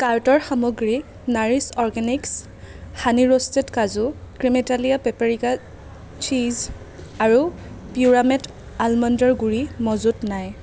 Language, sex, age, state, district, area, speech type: Assamese, female, 30-45, Assam, Kamrup Metropolitan, urban, read